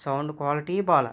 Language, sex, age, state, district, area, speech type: Telugu, male, 45-60, Andhra Pradesh, East Godavari, rural, spontaneous